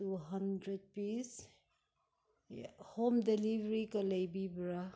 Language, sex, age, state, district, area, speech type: Manipuri, female, 60+, Manipur, Ukhrul, rural, spontaneous